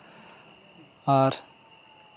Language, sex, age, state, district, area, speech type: Santali, male, 18-30, West Bengal, Purulia, rural, spontaneous